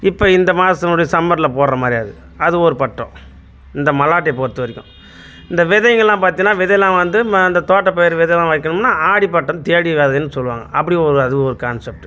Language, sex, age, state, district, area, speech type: Tamil, male, 45-60, Tamil Nadu, Tiruvannamalai, rural, spontaneous